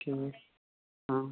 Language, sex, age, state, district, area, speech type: Kashmiri, male, 30-45, Jammu and Kashmir, Baramulla, rural, conversation